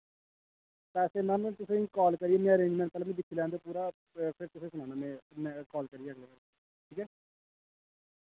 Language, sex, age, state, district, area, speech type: Dogri, male, 18-30, Jammu and Kashmir, Jammu, urban, conversation